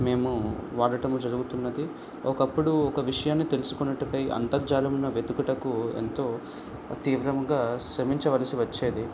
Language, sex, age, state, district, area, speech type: Telugu, male, 18-30, Andhra Pradesh, Visakhapatnam, urban, spontaneous